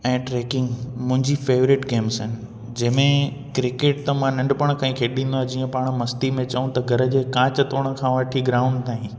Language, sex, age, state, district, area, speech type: Sindhi, male, 18-30, Gujarat, Junagadh, urban, spontaneous